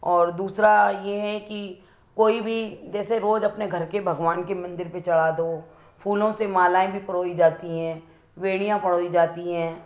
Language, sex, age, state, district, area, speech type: Hindi, female, 60+, Madhya Pradesh, Ujjain, urban, spontaneous